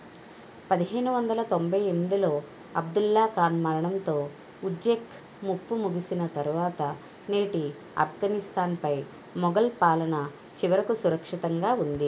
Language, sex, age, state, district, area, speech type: Telugu, female, 18-30, Andhra Pradesh, Konaseema, rural, read